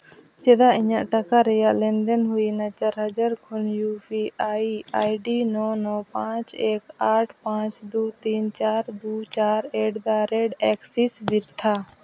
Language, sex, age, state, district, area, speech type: Santali, female, 18-30, Jharkhand, Seraikela Kharsawan, rural, read